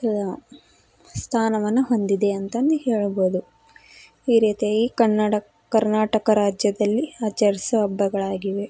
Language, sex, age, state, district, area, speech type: Kannada, female, 18-30, Karnataka, Koppal, rural, spontaneous